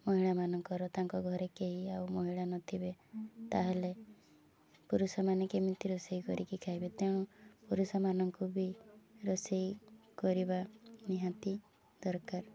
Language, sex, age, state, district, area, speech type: Odia, female, 18-30, Odisha, Mayurbhanj, rural, spontaneous